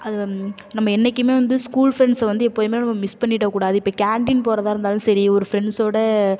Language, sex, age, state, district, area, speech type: Tamil, female, 18-30, Tamil Nadu, Nagapattinam, rural, spontaneous